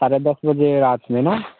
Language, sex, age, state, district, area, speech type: Hindi, male, 18-30, Bihar, Muzaffarpur, rural, conversation